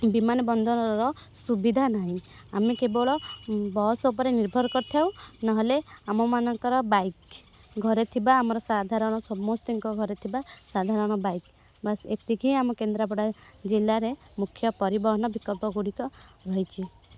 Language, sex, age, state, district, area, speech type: Odia, female, 18-30, Odisha, Kendrapara, urban, spontaneous